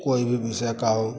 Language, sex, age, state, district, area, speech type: Hindi, male, 30-45, Bihar, Madhepura, rural, spontaneous